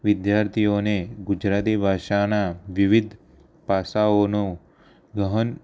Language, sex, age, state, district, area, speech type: Gujarati, male, 18-30, Gujarat, Kheda, rural, spontaneous